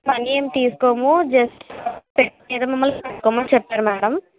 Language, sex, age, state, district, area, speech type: Telugu, female, 60+, Andhra Pradesh, Kakinada, rural, conversation